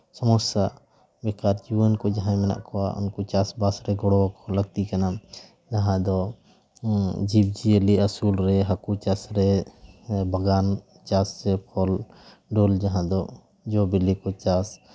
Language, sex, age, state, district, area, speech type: Santali, male, 30-45, West Bengal, Jhargram, rural, spontaneous